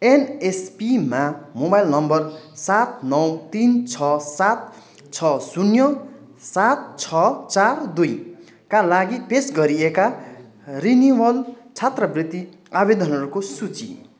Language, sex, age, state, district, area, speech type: Nepali, male, 18-30, West Bengal, Darjeeling, rural, read